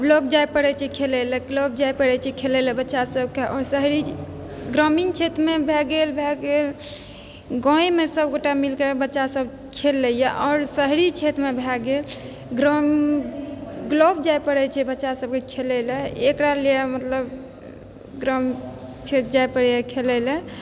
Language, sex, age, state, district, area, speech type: Maithili, female, 30-45, Bihar, Purnia, rural, spontaneous